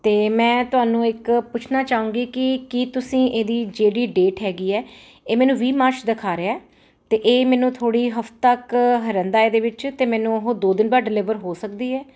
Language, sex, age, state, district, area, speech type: Punjabi, female, 45-60, Punjab, Ludhiana, urban, spontaneous